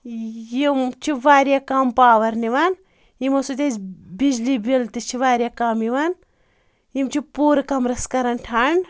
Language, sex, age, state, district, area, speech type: Kashmiri, female, 30-45, Jammu and Kashmir, Anantnag, rural, spontaneous